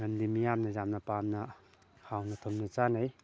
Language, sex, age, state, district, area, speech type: Manipuri, male, 30-45, Manipur, Kakching, rural, spontaneous